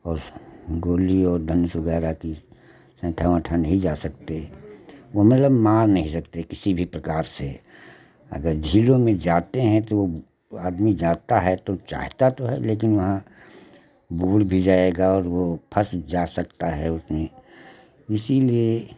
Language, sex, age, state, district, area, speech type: Hindi, male, 60+, Uttar Pradesh, Lucknow, rural, spontaneous